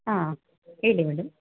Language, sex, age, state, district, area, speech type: Kannada, female, 45-60, Karnataka, Hassan, urban, conversation